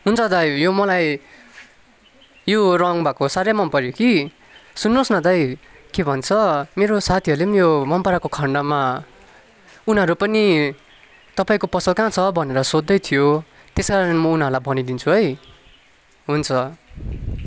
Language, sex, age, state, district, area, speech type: Nepali, male, 18-30, West Bengal, Kalimpong, urban, spontaneous